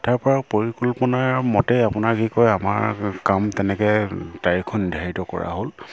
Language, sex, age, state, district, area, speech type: Assamese, male, 30-45, Assam, Sivasagar, rural, spontaneous